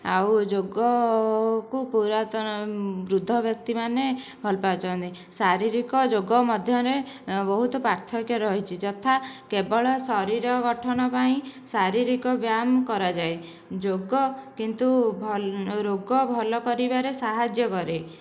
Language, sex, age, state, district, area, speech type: Odia, female, 30-45, Odisha, Dhenkanal, rural, spontaneous